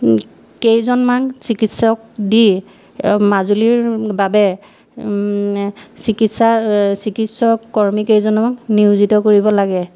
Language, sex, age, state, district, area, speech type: Assamese, female, 45-60, Assam, Majuli, urban, spontaneous